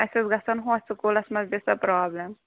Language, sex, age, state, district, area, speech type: Kashmiri, female, 30-45, Jammu and Kashmir, Kulgam, rural, conversation